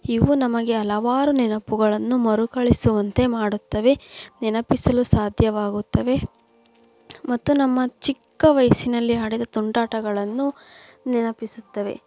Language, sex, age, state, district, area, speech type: Kannada, female, 18-30, Karnataka, Tumkur, urban, spontaneous